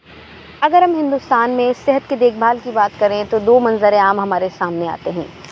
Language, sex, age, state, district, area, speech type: Urdu, female, 30-45, Uttar Pradesh, Aligarh, urban, spontaneous